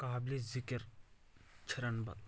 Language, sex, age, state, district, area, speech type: Kashmiri, male, 18-30, Jammu and Kashmir, Kulgam, rural, spontaneous